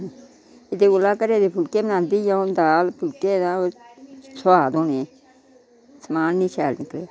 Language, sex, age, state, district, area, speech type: Dogri, female, 60+, Jammu and Kashmir, Udhampur, rural, spontaneous